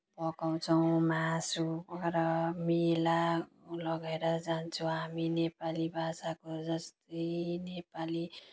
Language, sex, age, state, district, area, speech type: Nepali, female, 30-45, West Bengal, Jalpaiguri, rural, spontaneous